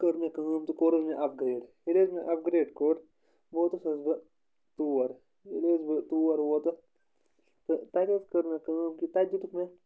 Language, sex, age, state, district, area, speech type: Kashmiri, male, 30-45, Jammu and Kashmir, Bandipora, rural, spontaneous